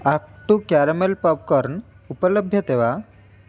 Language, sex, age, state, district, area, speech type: Sanskrit, male, 18-30, Odisha, Puri, urban, read